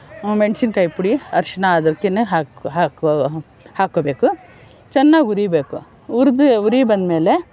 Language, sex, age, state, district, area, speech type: Kannada, female, 60+, Karnataka, Bangalore Rural, rural, spontaneous